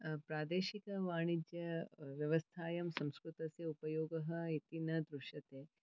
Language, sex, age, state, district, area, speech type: Sanskrit, female, 45-60, Karnataka, Bangalore Urban, urban, spontaneous